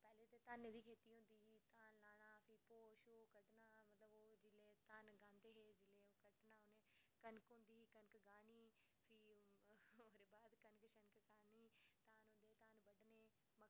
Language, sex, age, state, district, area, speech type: Dogri, female, 18-30, Jammu and Kashmir, Reasi, rural, spontaneous